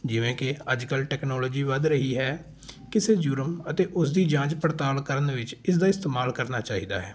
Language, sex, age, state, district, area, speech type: Punjabi, male, 18-30, Punjab, Patiala, rural, spontaneous